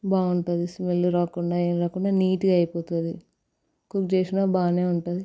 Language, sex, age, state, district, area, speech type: Telugu, female, 18-30, Telangana, Vikarabad, urban, spontaneous